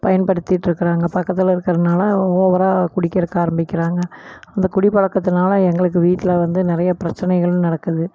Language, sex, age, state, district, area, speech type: Tamil, female, 45-60, Tamil Nadu, Erode, rural, spontaneous